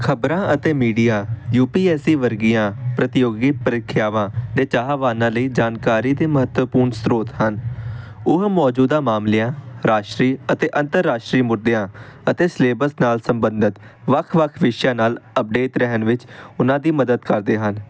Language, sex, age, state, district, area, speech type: Punjabi, male, 18-30, Punjab, Amritsar, urban, spontaneous